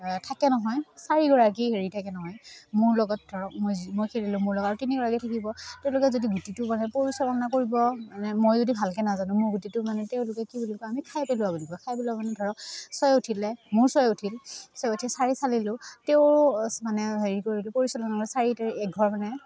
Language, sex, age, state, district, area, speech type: Assamese, female, 18-30, Assam, Udalguri, rural, spontaneous